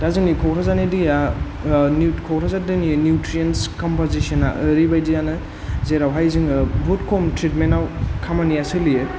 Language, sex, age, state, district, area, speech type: Bodo, male, 30-45, Assam, Kokrajhar, rural, spontaneous